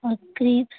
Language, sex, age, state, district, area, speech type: Urdu, female, 18-30, Delhi, Central Delhi, urban, conversation